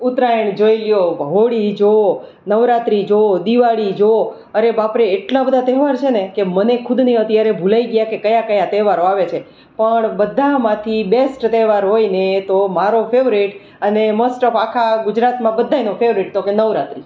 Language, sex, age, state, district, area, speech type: Gujarati, female, 30-45, Gujarat, Rajkot, urban, spontaneous